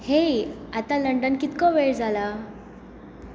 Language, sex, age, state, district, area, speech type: Goan Konkani, female, 18-30, Goa, Tiswadi, rural, read